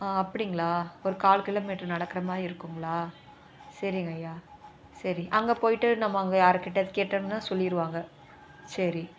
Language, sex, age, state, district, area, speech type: Tamil, female, 30-45, Tamil Nadu, Chennai, urban, spontaneous